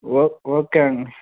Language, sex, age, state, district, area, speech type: Telugu, male, 30-45, Andhra Pradesh, Nellore, rural, conversation